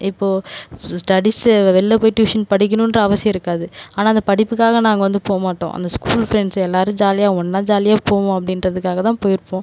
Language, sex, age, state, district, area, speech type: Tamil, female, 18-30, Tamil Nadu, Cuddalore, urban, spontaneous